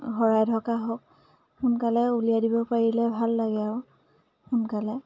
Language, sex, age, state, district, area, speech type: Assamese, female, 30-45, Assam, Majuli, urban, spontaneous